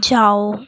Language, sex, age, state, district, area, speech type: Hindi, female, 18-30, Uttar Pradesh, Jaunpur, urban, read